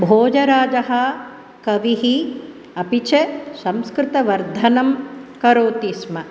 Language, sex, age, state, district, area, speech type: Sanskrit, female, 45-60, Tamil Nadu, Chennai, urban, spontaneous